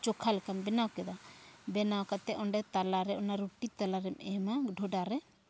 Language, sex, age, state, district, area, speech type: Santali, female, 45-60, Jharkhand, East Singhbhum, rural, spontaneous